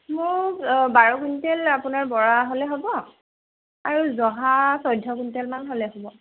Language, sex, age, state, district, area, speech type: Assamese, female, 18-30, Assam, Golaghat, urban, conversation